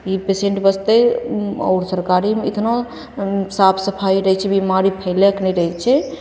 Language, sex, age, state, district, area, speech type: Maithili, female, 18-30, Bihar, Begusarai, rural, spontaneous